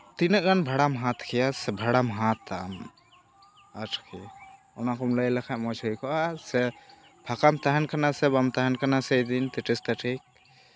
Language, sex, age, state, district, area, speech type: Santali, male, 18-30, West Bengal, Malda, rural, spontaneous